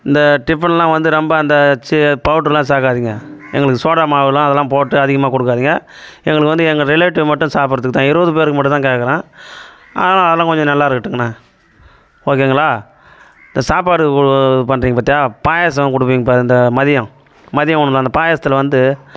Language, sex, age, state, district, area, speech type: Tamil, male, 45-60, Tamil Nadu, Tiruvannamalai, rural, spontaneous